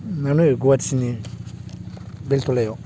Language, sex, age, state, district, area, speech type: Bodo, male, 18-30, Assam, Baksa, rural, spontaneous